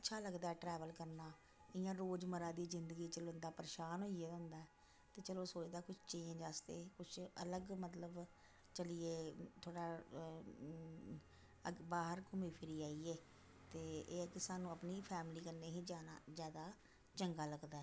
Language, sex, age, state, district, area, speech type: Dogri, female, 60+, Jammu and Kashmir, Reasi, rural, spontaneous